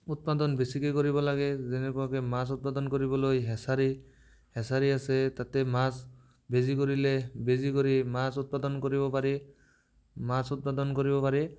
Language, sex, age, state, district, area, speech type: Assamese, male, 18-30, Assam, Barpeta, rural, spontaneous